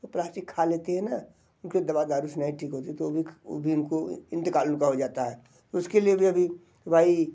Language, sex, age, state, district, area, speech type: Hindi, male, 60+, Uttar Pradesh, Bhadohi, rural, spontaneous